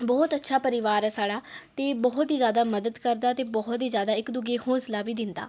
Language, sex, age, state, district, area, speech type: Dogri, female, 30-45, Jammu and Kashmir, Udhampur, urban, spontaneous